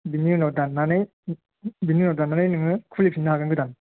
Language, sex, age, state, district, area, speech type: Bodo, male, 30-45, Assam, Chirang, rural, conversation